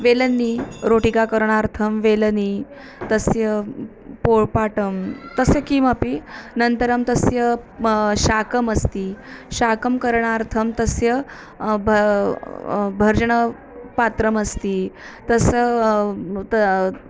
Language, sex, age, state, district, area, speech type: Sanskrit, female, 30-45, Maharashtra, Nagpur, urban, spontaneous